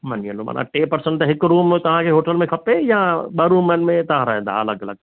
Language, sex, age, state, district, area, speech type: Sindhi, male, 60+, Rajasthan, Ajmer, urban, conversation